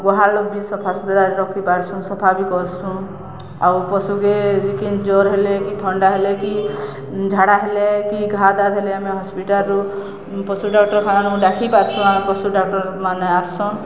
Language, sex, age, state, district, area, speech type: Odia, female, 60+, Odisha, Balangir, urban, spontaneous